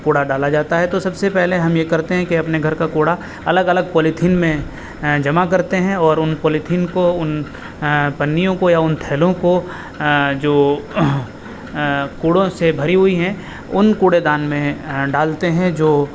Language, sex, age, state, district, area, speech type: Urdu, male, 30-45, Uttar Pradesh, Aligarh, urban, spontaneous